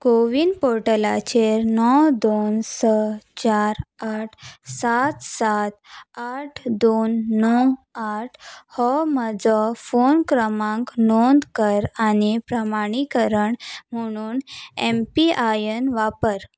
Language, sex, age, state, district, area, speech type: Goan Konkani, female, 18-30, Goa, Salcete, rural, read